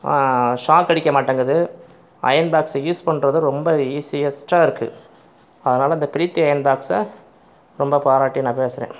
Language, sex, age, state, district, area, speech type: Tamil, male, 45-60, Tamil Nadu, Pudukkottai, rural, spontaneous